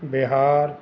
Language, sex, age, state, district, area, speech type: Punjabi, male, 45-60, Punjab, Mansa, urban, spontaneous